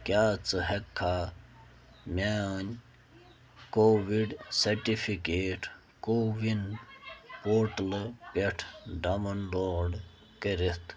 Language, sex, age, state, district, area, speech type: Kashmiri, male, 30-45, Jammu and Kashmir, Bandipora, rural, read